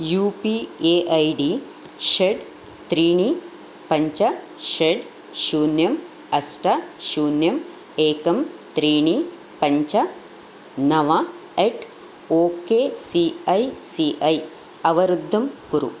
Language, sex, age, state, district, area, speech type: Sanskrit, female, 45-60, Karnataka, Dakshina Kannada, urban, read